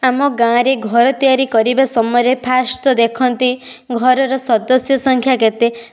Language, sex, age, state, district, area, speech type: Odia, female, 18-30, Odisha, Balasore, rural, spontaneous